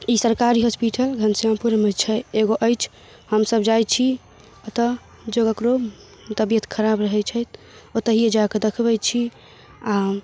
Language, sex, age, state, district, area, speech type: Maithili, female, 18-30, Bihar, Darbhanga, rural, spontaneous